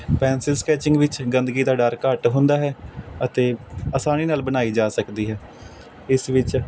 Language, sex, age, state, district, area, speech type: Punjabi, male, 18-30, Punjab, Fazilka, rural, spontaneous